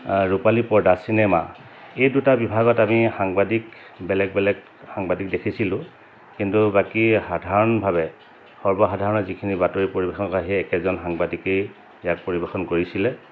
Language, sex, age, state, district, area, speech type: Assamese, male, 45-60, Assam, Dhemaji, rural, spontaneous